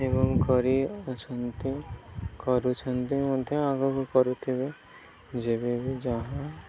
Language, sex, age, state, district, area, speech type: Odia, male, 18-30, Odisha, Nuapada, urban, spontaneous